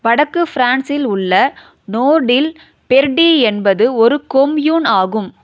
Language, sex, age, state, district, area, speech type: Tamil, female, 30-45, Tamil Nadu, Chennai, urban, read